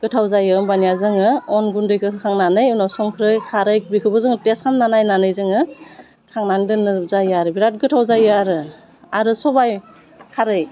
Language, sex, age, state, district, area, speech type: Bodo, female, 45-60, Assam, Udalguri, urban, spontaneous